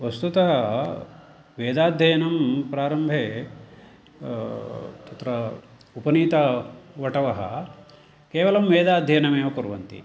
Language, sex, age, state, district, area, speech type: Sanskrit, male, 60+, Karnataka, Uttara Kannada, rural, spontaneous